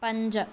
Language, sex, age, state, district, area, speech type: Sindhi, female, 18-30, Maharashtra, Thane, urban, read